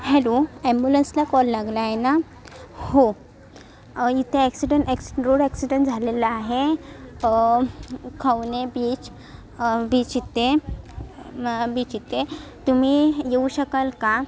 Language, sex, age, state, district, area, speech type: Marathi, female, 18-30, Maharashtra, Sindhudurg, rural, spontaneous